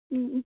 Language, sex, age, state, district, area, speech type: Manipuri, female, 30-45, Manipur, Kangpokpi, rural, conversation